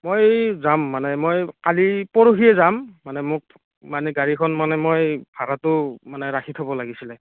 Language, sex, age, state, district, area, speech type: Assamese, male, 30-45, Assam, Morigaon, rural, conversation